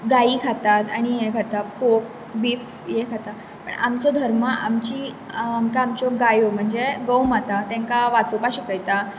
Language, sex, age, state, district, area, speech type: Goan Konkani, female, 18-30, Goa, Bardez, urban, spontaneous